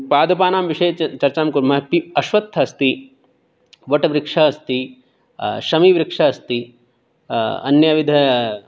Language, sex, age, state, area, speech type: Sanskrit, male, 30-45, Rajasthan, urban, spontaneous